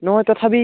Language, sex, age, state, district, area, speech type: Assamese, male, 18-30, Assam, Barpeta, rural, conversation